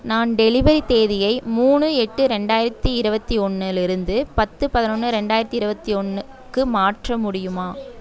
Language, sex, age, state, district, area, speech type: Tamil, female, 30-45, Tamil Nadu, Coimbatore, rural, read